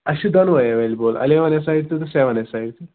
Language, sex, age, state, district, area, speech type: Kashmiri, male, 45-60, Jammu and Kashmir, Ganderbal, rural, conversation